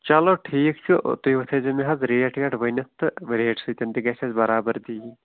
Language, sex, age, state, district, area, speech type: Kashmiri, male, 30-45, Jammu and Kashmir, Shopian, urban, conversation